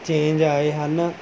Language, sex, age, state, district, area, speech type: Punjabi, male, 18-30, Punjab, Mohali, rural, spontaneous